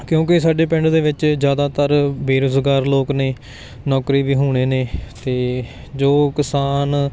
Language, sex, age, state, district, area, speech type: Punjabi, male, 18-30, Punjab, Patiala, rural, spontaneous